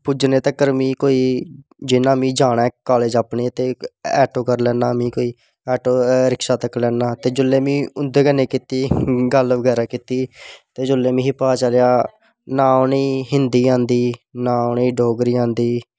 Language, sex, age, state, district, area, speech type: Dogri, male, 18-30, Jammu and Kashmir, Samba, urban, spontaneous